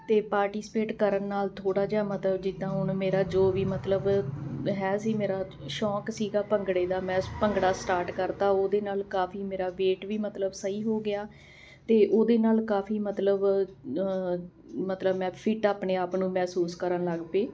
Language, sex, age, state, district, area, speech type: Punjabi, female, 45-60, Punjab, Ludhiana, urban, spontaneous